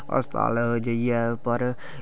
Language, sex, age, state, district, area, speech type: Dogri, male, 18-30, Jammu and Kashmir, Udhampur, rural, spontaneous